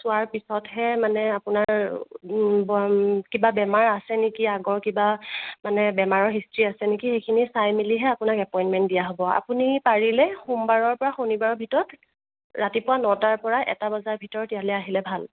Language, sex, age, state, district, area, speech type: Assamese, female, 18-30, Assam, Sonitpur, rural, conversation